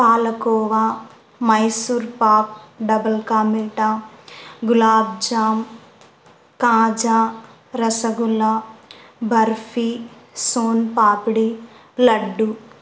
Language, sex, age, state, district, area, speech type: Telugu, female, 18-30, Andhra Pradesh, Kurnool, rural, spontaneous